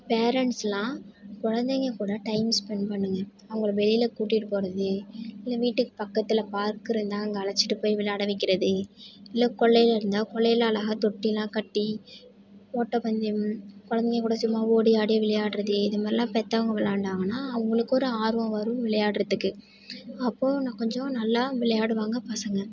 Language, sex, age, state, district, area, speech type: Tamil, female, 18-30, Tamil Nadu, Tiruvarur, rural, spontaneous